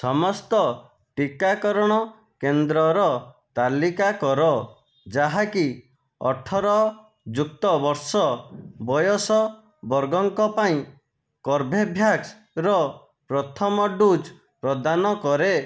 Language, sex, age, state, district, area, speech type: Odia, male, 60+, Odisha, Jajpur, rural, read